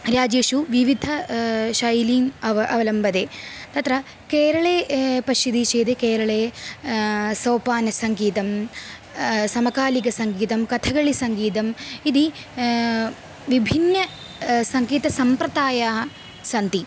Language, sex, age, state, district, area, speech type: Sanskrit, female, 18-30, Kerala, Palakkad, rural, spontaneous